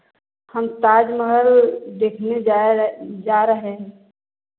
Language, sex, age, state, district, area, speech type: Hindi, female, 60+, Uttar Pradesh, Varanasi, rural, conversation